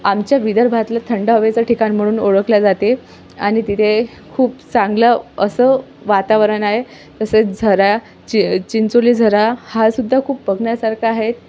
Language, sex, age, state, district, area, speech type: Marathi, female, 18-30, Maharashtra, Amravati, rural, spontaneous